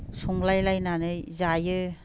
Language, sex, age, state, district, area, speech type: Bodo, female, 45-60, Assam, Kokrajhar, urban, spontaneous